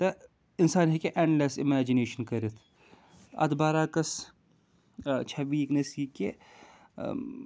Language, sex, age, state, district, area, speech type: Kashmiri, male, 45-60, Jammu and Kashmir, Srinagar, urban, spontaneous